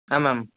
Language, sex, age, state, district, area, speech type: Kannada, male, 18-30, Karnataka, Davanagere, rural, conversation